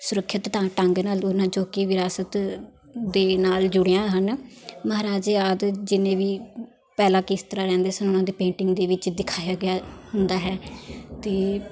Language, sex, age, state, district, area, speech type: Punjabi, female, 18-30, Punjab, Patiala, urban, spontaneous